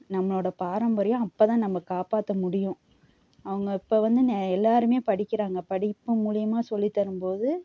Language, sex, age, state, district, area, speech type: Tamil, female, 30-45, Tamil Nadu, Namakkal, rural, spontaneous